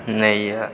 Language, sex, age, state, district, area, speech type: Maithili, male, 18-30, Bihar, Supaul, rural, spontaneous